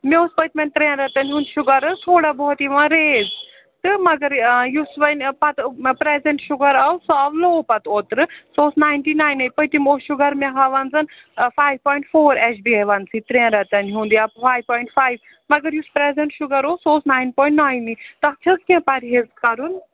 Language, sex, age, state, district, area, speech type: Kashmiri, female, 30-45, Jammu and Kashmir, Srinagar, urban, conversation